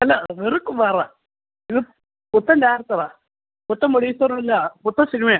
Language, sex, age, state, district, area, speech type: Malayalam, male, 18-30, Kerala, Idukki, rural, conversation